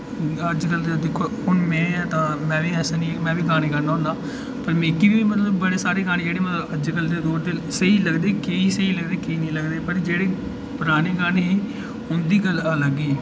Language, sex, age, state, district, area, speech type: Dogri, male, 18-30, Jammu and Kashmir, Udhampur, urban, spontaneous